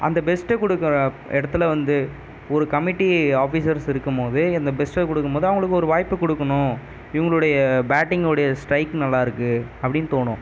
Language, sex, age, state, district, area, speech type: Tamil, male, 18-30, Tamil Nadu, Viluppuram, urban, spontaneous